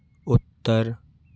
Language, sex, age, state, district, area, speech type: Hindi, male, 18-30, Madhya Pradesh, Hoshangabad, urban, spontaneous